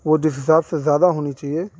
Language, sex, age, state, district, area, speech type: Urdu, male, 18-30, Uttar Pradesh, Saharanpur, urban, spontaneous